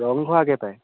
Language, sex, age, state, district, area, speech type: Assamese, male, 18-30, Assam, Sivasagar, rural, conversation